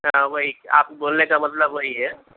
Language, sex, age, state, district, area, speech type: Urdu, male, 45-60, Telangana, Hyderabad, urban, conversation